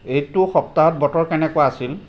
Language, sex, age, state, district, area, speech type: Assamese, male, 45-60, Assam, Jorhat, urban, read